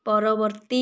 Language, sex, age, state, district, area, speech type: Odia, female, 18-30, Odisha, Kalahandi, rural, read